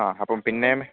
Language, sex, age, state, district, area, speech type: Malayalam, male, 18-30, Kerala, Kozhikode, rural, conversation